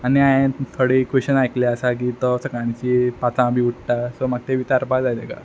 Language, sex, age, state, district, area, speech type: Goan Konkani, male, 18-30, Goa, Quepem, rural, spontaneous